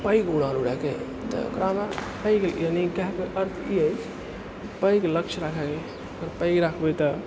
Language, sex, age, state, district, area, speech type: Maithili, male, 45-60, Bihar, Purnia, rural, spontaneous